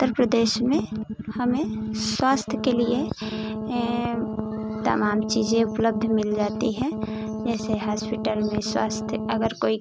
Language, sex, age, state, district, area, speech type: Hindi, female, 18-30, Uttar Pradesh, Ghazipur, urban, spontaneous